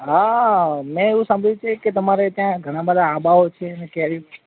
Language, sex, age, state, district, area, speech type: Gujarati, male, 30-45, Gujarat, Ahmedabad, urban, conversation